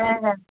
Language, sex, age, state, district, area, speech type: Bengali, female, 30-45, West Bengal, Howrah, urban, conversation